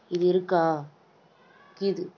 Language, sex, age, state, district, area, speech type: Tamil, female, 18-30, Tamil Nadu, Tiruvannamalai, urban, spontaneous